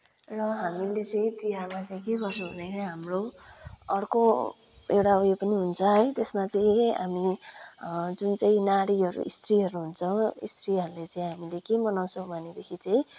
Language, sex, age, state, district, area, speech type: Nepali, male, 18-30, West Bengal, Kalimpong, rural, spontaneous